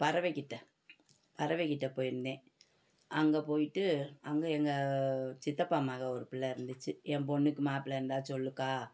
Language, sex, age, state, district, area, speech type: Tamil, female, 60+, Tamil Nadu, Madurai, urban, spontaneous